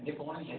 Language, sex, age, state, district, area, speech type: Malayalam, male, 18-30, Kerala, Idukki, rural, conversation